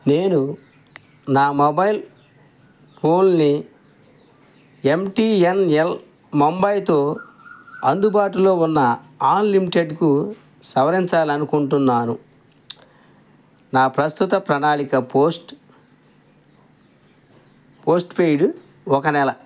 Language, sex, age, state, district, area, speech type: Telugu, male, 60+, Andhra Pradesh, Krishna, rural, read